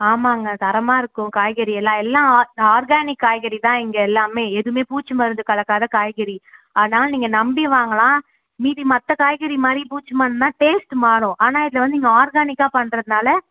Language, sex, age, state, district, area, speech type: Tamil, female, 30-45, Tamil Nadu, Cuddalore, urban, conversation